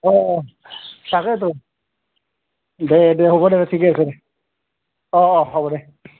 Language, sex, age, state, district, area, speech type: Assamese, male, 30-45, Assam, Barpeta, rural, conversation